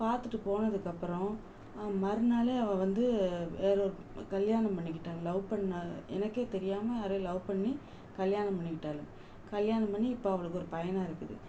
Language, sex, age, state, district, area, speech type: Tamil, female, 45-60, Tamil Nadu, Madurai, urban, spontaneous